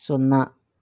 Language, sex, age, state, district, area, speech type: Telugu, male, 60+, Andhra Pradesh, Vizianagaram, rural, read